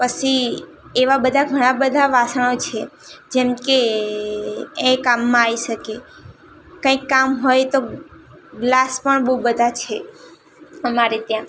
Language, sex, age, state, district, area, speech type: Gujarati, female, 18-30, Gujarat, Ahmedabad, urban, spontaneous